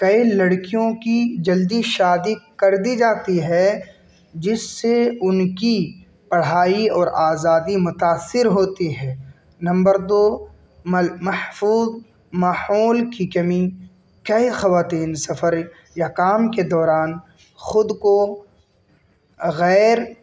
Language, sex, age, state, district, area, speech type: Urdu, male, 18-30, Uttar Pradesh, Balrampur, rural, spontaneous